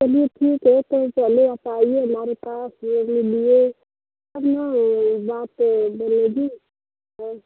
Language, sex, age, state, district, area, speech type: Hindi, female, 30-45, Uttar Pradesh, Mau, rural, conversation